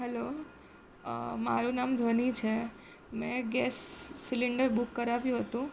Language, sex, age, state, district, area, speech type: Gujarati, female, 18-30, Gujarat, Surat, urban, spontaneous